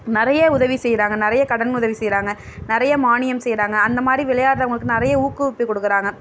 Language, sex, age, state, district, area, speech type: Tamil, female, 30-45, Tamil Nadu, Mayiladuthurai, rural, spontaneous